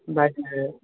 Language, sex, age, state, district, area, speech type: Bodo, male, 18-30, Assam, Kokrajhar, rural, conversation